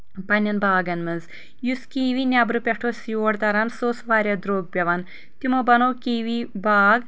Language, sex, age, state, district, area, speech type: Kashmiri, female, 18-30, Jammu and Kashmir, Anantnag, urban, spontaneous